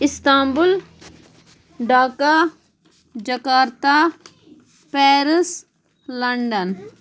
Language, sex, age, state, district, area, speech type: Kashmiri, female, 30-45, Jammu and Kashmir, Pulwama, urban, spontaneous